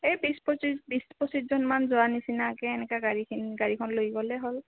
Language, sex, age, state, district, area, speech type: Assamese, female, 18-30, Assam, Goalpara, rural, conversation